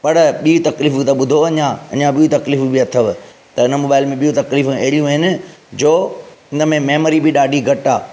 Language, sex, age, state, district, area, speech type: Sindhi, male, 30-45, Maharashtra, Thane, urban, spontaneous